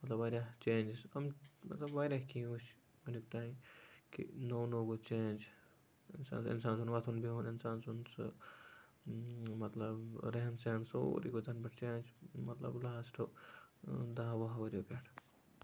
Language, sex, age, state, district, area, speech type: Kashmiri, male, 30-45, Jammu and Kashmir, Kupwara, rural, spontaneous